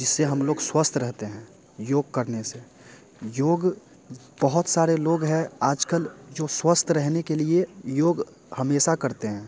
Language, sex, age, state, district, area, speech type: Hindi, male, 30-45, Bihar, Muzaffarpur, rural, spontaneous